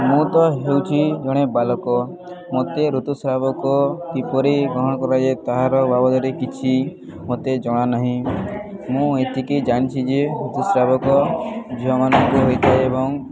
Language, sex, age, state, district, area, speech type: Odia, male, 18-30, Odisha, Subarnapur, urban, spontaneous